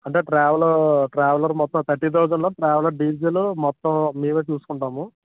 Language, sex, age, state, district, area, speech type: Telugu, male, 30-45, Andhra Pradesh, Alluri Sitarama Raju, rural, conversation